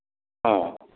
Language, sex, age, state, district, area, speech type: Odia, male, 60+, Odisha, Boudh, rural, conversation